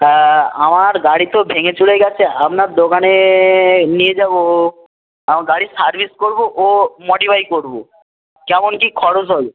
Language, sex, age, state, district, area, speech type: Bengali, male, 18-30, West Bengal, Uttar Dinajpur, urban, conversation